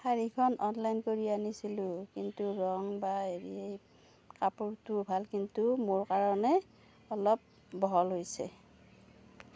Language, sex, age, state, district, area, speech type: Assamese, female, 45-60, Assam, Darrang, rural, spontaneous